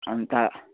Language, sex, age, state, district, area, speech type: Nepali, female, 60+, West Bengal, Kalimpong, rural, conversation